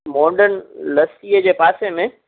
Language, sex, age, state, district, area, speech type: Sindhi, male, 30-45, Gujarat, Junagadh, rural, conversation